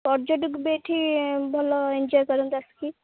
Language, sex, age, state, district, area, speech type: Odia, female, 18-30, Odisha, Kendrapara, urban, conversation